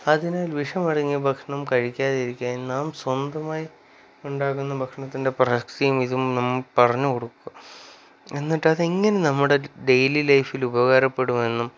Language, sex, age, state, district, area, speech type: Malayalam, male, 18-30, Kerala, Wayanad, rural, spontaneous